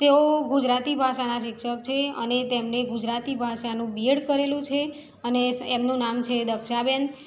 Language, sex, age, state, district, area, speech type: Gujarati, female, 45-60, Gujarat, Mehsana, rural, spontaneous